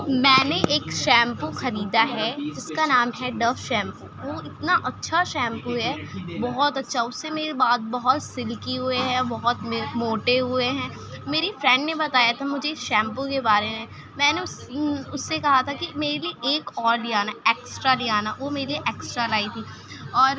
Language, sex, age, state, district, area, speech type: Urdu, female, 18-30, Delhi, Central Delhi, rural, spontaneous